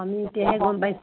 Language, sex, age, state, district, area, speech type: Assamese, female, 30-45, Assam, Golaghat, urban, conversation